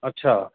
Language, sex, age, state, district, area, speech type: Sindhi, male, 30-45, Uttar Pradesh, Lucknow, rural, conversation